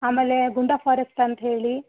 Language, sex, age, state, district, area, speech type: Kannada, female, 18-30, Karnataka, Vijayanagara, rural, conversation